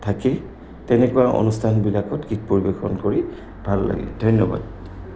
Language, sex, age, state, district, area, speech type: Assamese, male, 60+, Assam, Goalpara, urban, spontaneous